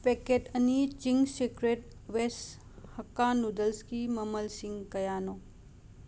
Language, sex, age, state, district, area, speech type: Manipuri, female, 30-45, Manipur, Imphal West, urban, read